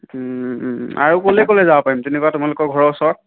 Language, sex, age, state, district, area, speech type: Assamese, male, 30-45, Assam, Biswanath, rural, conversation